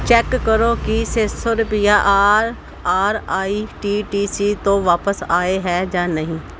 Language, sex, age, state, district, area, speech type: Punjabi, female, 30-45, Punjab, Pathankot, urban, read